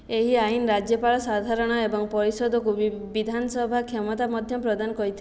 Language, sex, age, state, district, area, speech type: Odia, female, 18-30, Odisha, Jajpur, rural, read